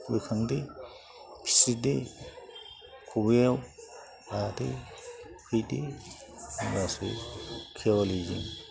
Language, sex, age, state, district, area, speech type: Bodo, male, 60+, Assam, Chirang, rural, spontaneous